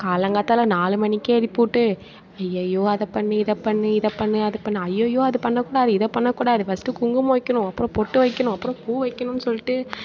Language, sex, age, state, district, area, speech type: Tamil, female, 18-30, Tamil Nadu, Mayiladuthurai, rural, spontaneous